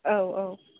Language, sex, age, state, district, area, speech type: Bodo, female, 30-45, Assam, Kokrajhar, rural, conversation